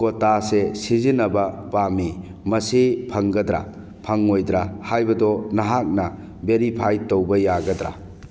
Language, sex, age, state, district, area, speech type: Manipuri, male, 45-60, Manipur, Churachandpur, rural, read